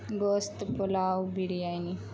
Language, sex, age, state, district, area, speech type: Urdu, female, 18-30, Bihar, Khagaria, rural, spontaneous